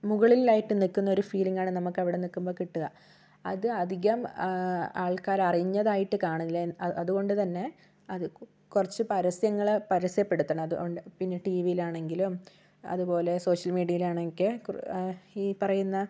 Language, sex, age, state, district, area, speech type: Malayalam, female, 30-45, Kerala, Wayanad, rural, spontaneous